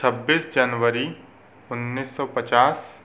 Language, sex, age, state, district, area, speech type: Hindi, male, 18-30, Madhya Pradesh, Bhopal, urban, spontaneous